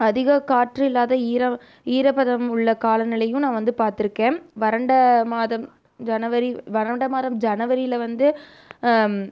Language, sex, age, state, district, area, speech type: Tamil, female, 18-30, Tamil Nadu, Erode, rural, spontaneous